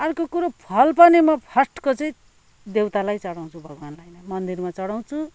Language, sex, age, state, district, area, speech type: Nepali, female, 60+, West Bengal, Kalimpong, rural, spontaneous